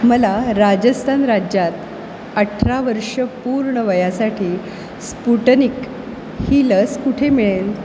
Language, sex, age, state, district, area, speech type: Marathi, female, 45-60, Maharashtra, Mumbai Suburban, urban, read